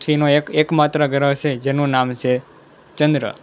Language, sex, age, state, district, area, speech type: Gujarati, male, 18-30, Gujarat, Anand, rural, spontaneous